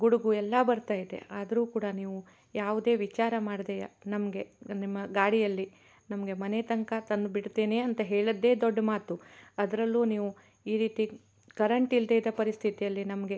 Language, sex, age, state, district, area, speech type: Kannada, female, 30-45, Karnataka, Shimoga, rural, spontaneous